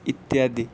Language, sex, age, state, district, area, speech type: Odia, male, 18-30, Odisha, Cuttack, urban, spontaneous